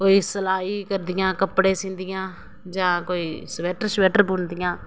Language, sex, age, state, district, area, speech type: Dogri, female, 30-45, Jammu and Kashmir, Reasi, rural, spontaneous